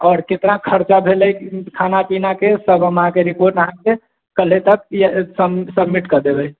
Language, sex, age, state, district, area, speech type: Maithili, male, 18-30, Bihar, Sitamarhi, rural, conversation